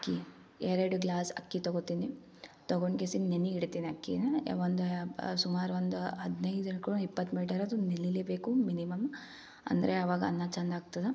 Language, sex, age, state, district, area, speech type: Kannada, female, 18-30, Karnataka, Gulbarga, urban, spontaneous